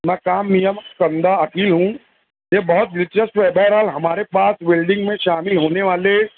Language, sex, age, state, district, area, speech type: Urdu, male, 45-60, Maharashtra, Nashik, urban, conversation